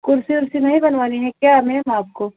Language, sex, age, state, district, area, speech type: Hindi, female, 45-60, Uttar Pradesh, Ayodhya, rural, conversation